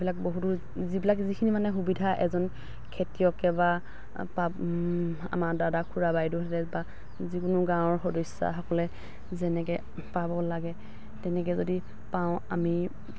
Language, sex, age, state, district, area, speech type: Assamese, female, 45-60, Assam, Dhemaji, urban, spontaneous